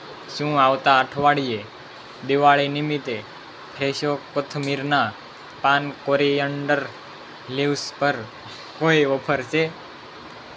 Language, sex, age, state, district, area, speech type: Gujarati, male, 18-30, Gujarat, Anand, rural, read